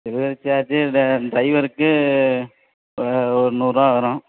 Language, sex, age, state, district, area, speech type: Tamil, male, 30-45, Tamil Nadu, Madurai, urban, conversation